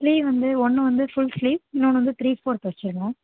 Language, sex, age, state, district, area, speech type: Tamil, female, 18-30, Tamil Nadu, Sivaganga, rural, conversation